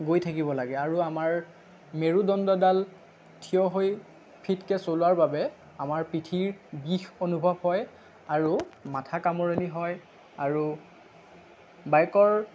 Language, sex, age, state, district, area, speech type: Assamese, male, 18-30, Assam, Lakhimpur, rural, spontaneous